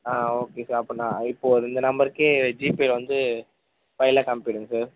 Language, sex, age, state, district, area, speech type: Tamil, male, 18-30, Tamil Nadu, Vellore, rural, conversation